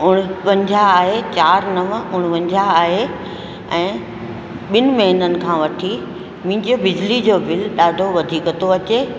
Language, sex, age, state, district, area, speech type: Sindhi, female, 60+, Rajasthan, Ajmer, urban, spontaneous